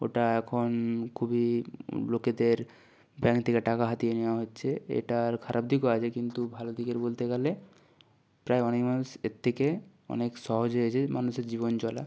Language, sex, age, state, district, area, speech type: Bengali, male, 30-45, West Bengal, Purba Medinipur, rural, spontaneous